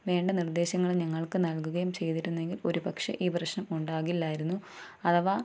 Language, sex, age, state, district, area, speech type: Malayalam, female, 18-30, Kerala, Thiruvananthapuram, rural, spontaneous